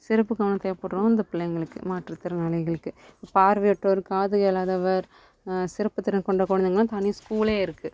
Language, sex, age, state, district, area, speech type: Tamil, female, 18-30, Tamil Nadu, Kallakurichi, rural, spontaneous